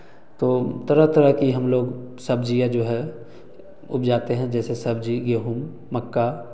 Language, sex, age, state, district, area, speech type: Hindi, male, 30-45, Bihar, Samastipur, rural, spontaneous